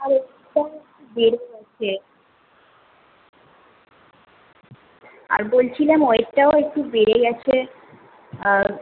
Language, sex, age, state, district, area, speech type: Bengali, female, 18-30, West Bengal, Kolkata, urban, conversation